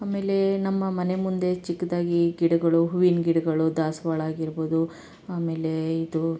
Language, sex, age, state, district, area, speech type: Kannada, female, 30-45, Karnataka, Chitradurga, urban, spontaneous